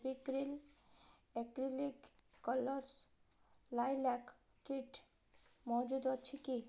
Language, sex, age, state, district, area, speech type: Odia, female, 18-30, Odisha, Balasore, rural, read